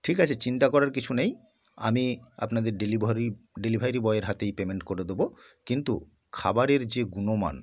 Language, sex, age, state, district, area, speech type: Bengali, male, 60+, West Bengal, South 24 Parganas, rural, spontaneous